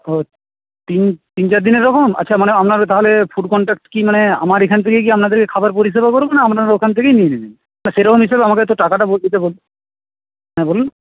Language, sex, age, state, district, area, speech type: Bengali, male, 30-45, West Bengal, Paschim Medinipur, rural, conversation